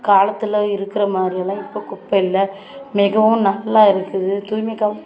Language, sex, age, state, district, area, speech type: Tamil, female, 30-45, Tamil Nadu, Tirupattur, rural, spontaneous